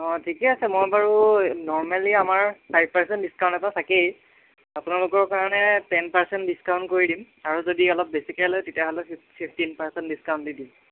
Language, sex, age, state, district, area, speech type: Assamese, male, 60+, Assam, Darrang, rural, conversation